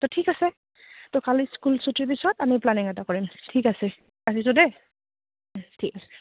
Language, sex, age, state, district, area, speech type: Assamese, female, 30-45, Assam, Goalpara, urban, conversation